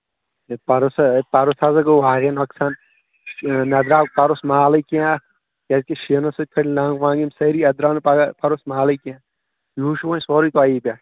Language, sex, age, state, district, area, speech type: Kashmiri, male, 18-30, Jammu and Kashmir, Shopian, rural, conversation